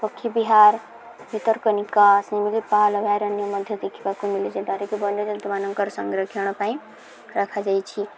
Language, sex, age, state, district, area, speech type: Odia, female, 18-30, Odisha, Subarnapur, urban, spontaneous